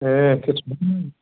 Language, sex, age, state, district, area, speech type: Nepali, male, 45-60, West Bengal, Kalimpong, rural, conversation